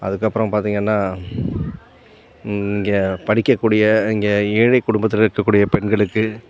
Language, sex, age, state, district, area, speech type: Tamil, male, 60+, Tamil Nadu, Nagapattinam, rural, spontaneous